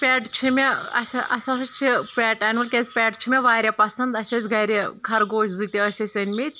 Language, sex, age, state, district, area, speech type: Kashmiri, female, 30-45, Jammu and Kashmir, Anantnag, rural, spontaneous